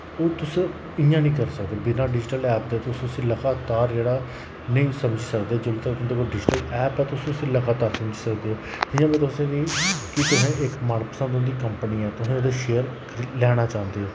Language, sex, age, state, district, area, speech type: Dogri, male, 30-45, Jammu and Kashmir, Jammu, rural, spontaneous